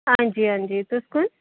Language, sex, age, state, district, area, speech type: Dogri, female, 18-30, Jammu and Kashmir, Reasi, rural, conversation